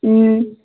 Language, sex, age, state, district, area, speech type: Assamese, female, 18-30, Assam, Majuli, urban, conversation